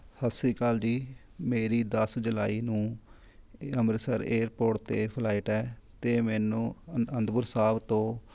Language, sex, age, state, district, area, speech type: Punjabi, male, 30-45, Punjab, Rupnagar, rural, spontaneous